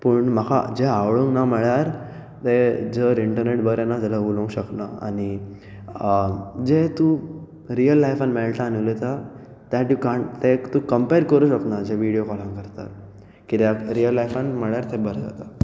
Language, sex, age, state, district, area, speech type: Goan Konkani, male, 18-30, Goa, Bardez, urban, spontaneous